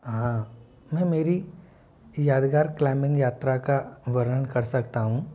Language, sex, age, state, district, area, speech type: Hindi, male, 60+, Madhya Pradesh, Bhopal, urban, spontaneous